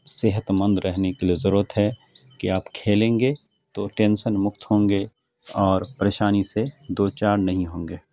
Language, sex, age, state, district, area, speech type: Urdu, male, 45-60, Bihar, Khagaria, rural, spontaneous